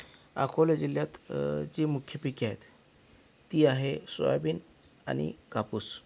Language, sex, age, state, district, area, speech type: Marathi, male, 45-60, Maharashtra, Akola, rural, spontaneous